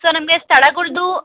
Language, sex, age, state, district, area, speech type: Kannada, female, 60+, Karnataka, Chikkaballapur, urban, conversation